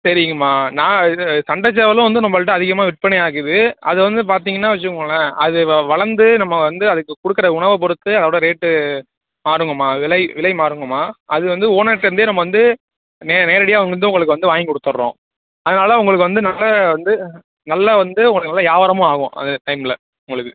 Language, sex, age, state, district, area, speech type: Tamil, male, 18-30, Tamil Nadu, Thanjavur, rural, conversation